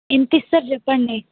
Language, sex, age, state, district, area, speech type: Telugu, other, 18-30, Telangana, Mahbubnagar, rural, conversation